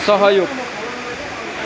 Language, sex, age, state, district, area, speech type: Nepali, male, 18-30, West Bengal, Kalimpong, rural, read